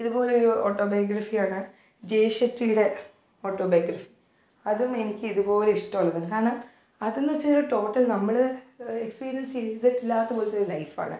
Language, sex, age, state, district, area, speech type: Malayalam, female, 18-30, Kerala, Thiruvananthapuram, urban, spontaneous